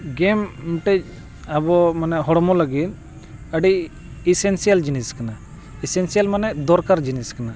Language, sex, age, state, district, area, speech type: Santali, male, 45-60, Jharkhand, Bokaro, rural, spontaneous